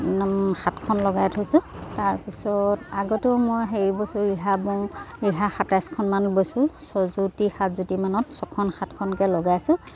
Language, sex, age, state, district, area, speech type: Assamese, female, 30-45, Assam, Dibrugarh, urban, spontaneous